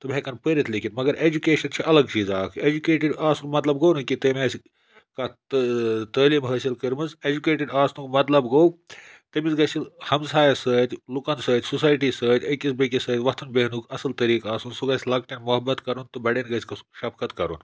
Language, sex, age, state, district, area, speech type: Kashmiri, male, 18-30, Jammu and Kashmir, Budgam, rural, spontaneous